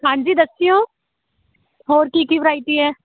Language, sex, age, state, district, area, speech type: Punjabi, female, 18-30, Punjab, Muktsar, rural, conversation